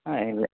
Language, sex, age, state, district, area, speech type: Telugu, male, 18-30, Telangana, Wanaparthy, urban, conversation